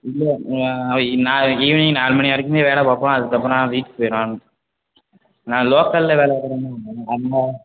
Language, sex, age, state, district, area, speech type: Tamil, male, 30-45, Tamil Nadu, Sivaganga, rural, conversation